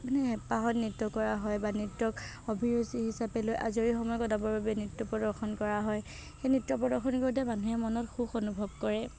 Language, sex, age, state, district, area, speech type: Assamese, female, 18-30, Assam, Nagaon, rural, spontaneous